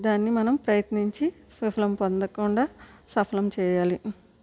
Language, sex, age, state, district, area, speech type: Telugu, female, 60+, Andhra Pradesh, West Godavari, rural, spontaneous